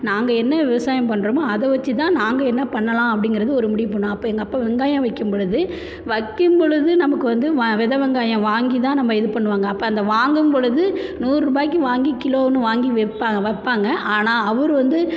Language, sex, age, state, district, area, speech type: Tamil, female, 30-45, Tamil Nadu, Perambalur, rural, spontaneous